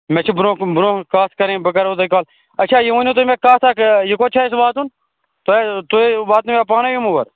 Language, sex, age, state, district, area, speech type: Kashmiri, male, 30-45, Jammu and Kashmir, Bandipora, rural, conversation